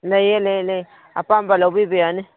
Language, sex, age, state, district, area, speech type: Manipuri, female, 30-45, Manipur, Kangpokpi, urban, conversation